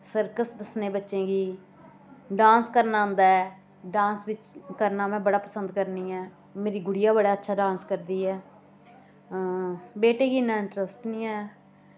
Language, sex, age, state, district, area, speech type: Dogri, female, 45-60, Jammu and Kashmir, Samba, urban, spontaneous